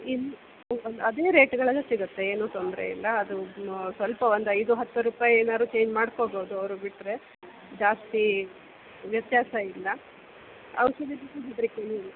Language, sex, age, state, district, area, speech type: Kannada, female, 30-45, Karnataka, Bellary, rural, conversation